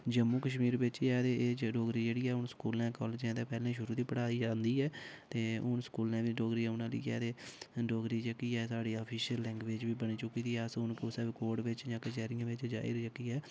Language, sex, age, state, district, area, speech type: Dogri, male, 18-30, Jammu and Kashmir, Udhampur, rural, spontaneous